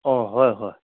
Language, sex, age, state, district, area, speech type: Assamese, male, 45-60, Assam, Dhemaji, rural, conversation